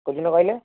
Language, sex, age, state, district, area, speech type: Odia, male, 18-30, Odisha, Kendujhar, urban, conversation